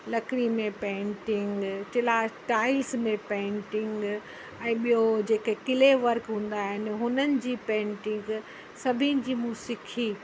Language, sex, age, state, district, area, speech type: Sindhi, female, 45-60, Uttar Pradesh, Lucknow, rural, spontaneous